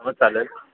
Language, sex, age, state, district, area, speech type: Marathi, male, 45-60, Maharashtra, Yavatmal, urban, conversation